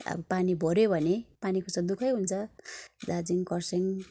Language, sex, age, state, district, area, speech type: Nepali, female, 45-60, West Bengal, Darjeeling, rural, spontaneous